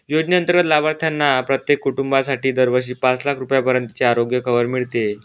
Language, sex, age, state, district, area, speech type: Marathi, male, 18-30, Maharashtra, Aurangabad, rural, spontaneous